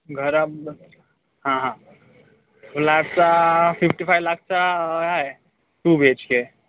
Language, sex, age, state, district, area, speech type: Marathi, male, 18-30, Maharashtra, Yavatmal, rural, conversation